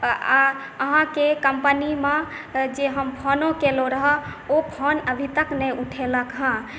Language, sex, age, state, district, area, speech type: Maithili, female, 18-30, Bihar, Saharsa, rural, spontaneous